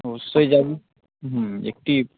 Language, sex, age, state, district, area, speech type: Bengali, male, 18-30, West Bengal, Malda, rural, conversation